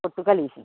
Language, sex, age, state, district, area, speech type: Kannada, female, 45-60, Karnataka, Udupi, rural, conversation